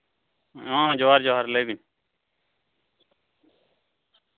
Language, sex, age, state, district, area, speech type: Santali, male, 30-45, Jharkhand, East Singhbhum, rural, conversation